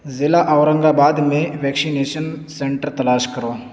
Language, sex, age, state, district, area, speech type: Urdu, male, 18-30, Uttar Pradesh, Siddharthnagar, rural, read